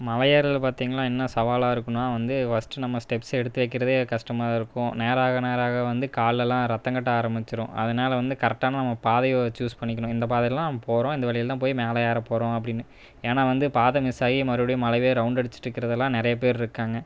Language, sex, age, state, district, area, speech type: Tamil, male, 18-30, Tamil Nadu, Erode, rural, spontaneous